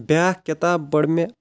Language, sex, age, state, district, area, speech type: Kashmiri, male, 30-45, Jammu and Kashmir, Shopian, urban, spontaneous